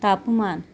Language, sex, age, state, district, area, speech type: Marathi, female, 30-45, Maharashtra, Amravati, urban, read